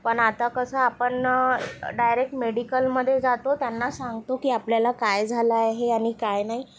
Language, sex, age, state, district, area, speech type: Marathi, female, 18-30, Maharashtra, Nagpur, urban, spontaneous